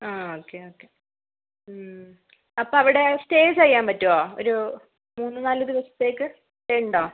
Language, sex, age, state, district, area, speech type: Malayalam, female, 60+, Kerala, Wayanad, rural, conversation